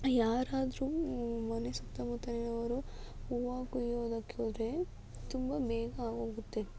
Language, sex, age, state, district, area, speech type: Kannada, female, 60+, Karnataka, Tumkur, rural, spontaneous